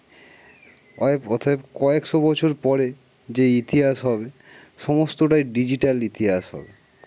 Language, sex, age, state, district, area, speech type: Bengali, male, 18-30, West Bengal, North 24 Parganas, urban, spontaneous